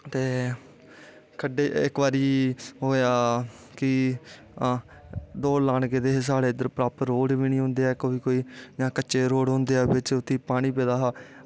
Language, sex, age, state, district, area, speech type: Dogri, male, 18-30, Jammu and Kashmir, Kathua, rural, spontaneous